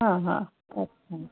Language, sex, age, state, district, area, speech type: Marathi, female, 30-45, Maharashtra, Nanded, rural, conversation